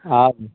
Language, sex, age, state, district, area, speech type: Maithili, male, 45-60, Bihar, Samastipur, urban, conversation